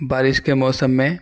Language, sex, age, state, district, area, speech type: Urdu, male, 18-30, Uttar Pradesh, Gautam Buddha Nagar, urban, spontaneous